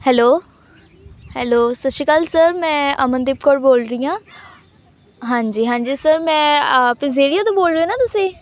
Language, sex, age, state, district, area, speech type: Punjabi, female, 18-30, Punjab, Amritsar, urban, spontaneous